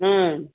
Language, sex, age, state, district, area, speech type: Tamil, female, 60+, Tamil Nadu, Dharmapuri, rural, conversation